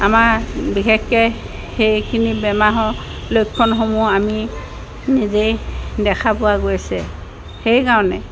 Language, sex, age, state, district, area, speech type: Assamese, female, 60+, Assam, Dibrugarh, rural, spontaneous